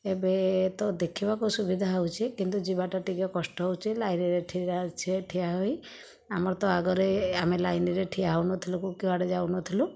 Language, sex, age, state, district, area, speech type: Odia, female, 60+, Odisha, Jajpur, rural, spontaneous